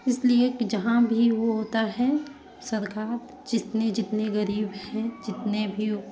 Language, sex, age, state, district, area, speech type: Hindi, female, 30-45, Uttar Pradesh, Prayagraj, urban, spontaneous